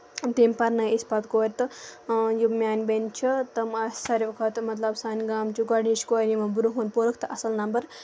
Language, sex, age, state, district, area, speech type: Kashmiri, female, 18-30, Jammu and Kashmir, Bandipora, rural, spontaneous